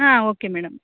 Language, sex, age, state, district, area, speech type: Kannada, female, 30-45, Karnataka, Gadag, rural, conversation